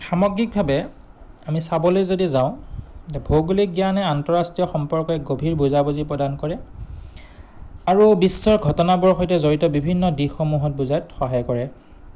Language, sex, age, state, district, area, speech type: Assamese, male, 30-45, Assam, Goalpara, urban, spontaneous